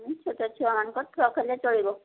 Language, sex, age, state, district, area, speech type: Odia, female, 30-45, Odisha, Mayurbhanj, rural, conversation